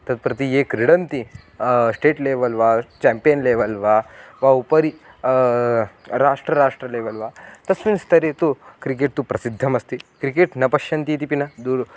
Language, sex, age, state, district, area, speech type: Sanskrit, male, 18-30, Maharashtra, Kolhapur, rural, spontaneous